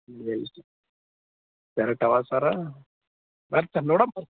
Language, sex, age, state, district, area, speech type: Kannada, male, 18-30, Karnataka, Gulbarga, urban, conversation